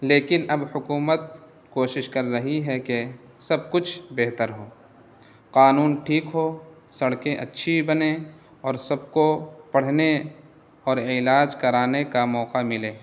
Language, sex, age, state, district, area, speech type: Urdu, male, 18-30, Bihar, Gaya, urban, spontaneous